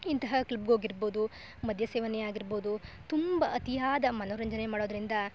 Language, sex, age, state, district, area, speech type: Kannada, female, 18-30, Karnataka, Chikkamagaluru, rural, spontaneous